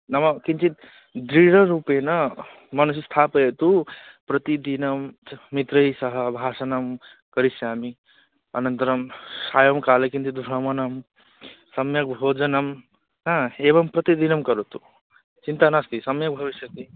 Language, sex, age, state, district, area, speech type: Sanskrit, male, 18-30, West Bengal, Cooch Behar, rural, conversation